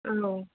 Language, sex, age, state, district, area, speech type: Bodo, female, 30-45, Assam, Chirang, urban, conversation